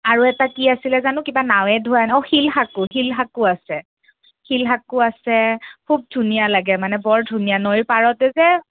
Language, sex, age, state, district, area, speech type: Assamese, female, 30-45, Assam, Kamrup Metropolitan, urban, conversation